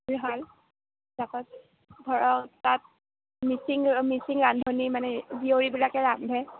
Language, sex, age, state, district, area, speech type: Assamese, female, 45-60, Assam, Kamrup Metropolitan, rural, conversation